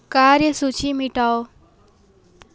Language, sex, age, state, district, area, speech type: Hindi, female, 18-30, Uttar Pradesh, Sonbhadra, rural, read